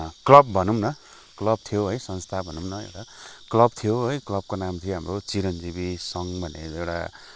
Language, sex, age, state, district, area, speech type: Nepali, male, 45-60, West Bengal, Kalimpong, rural, spontaneous